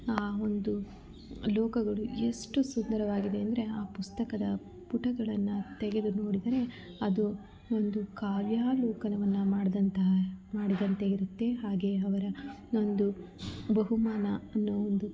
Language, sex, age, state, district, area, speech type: Kannada, female, 30-45, Karnataka, Mandya, rural, spontaneous